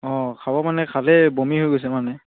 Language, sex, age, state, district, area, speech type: Assamese, male, 30-45, Assam, Tinsukia, rural, conversation